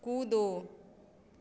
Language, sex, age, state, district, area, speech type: Hindi, female, 18-30, Bihar, Samastipur, rural, read